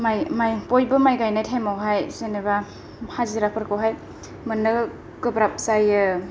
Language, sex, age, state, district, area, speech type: Bodo, female, 18-30, Assam, Kokrajhar, rural, spontaneous